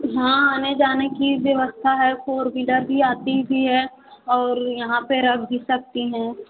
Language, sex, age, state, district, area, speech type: Hindi, female, 18-30, Uttar Pradesh, Jaunpur, urban, conversation